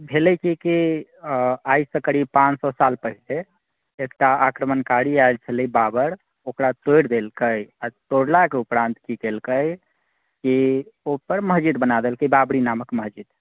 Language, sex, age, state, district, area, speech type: Maithili, male, 30-45, Bihar, Sitamarhi, rural, conversation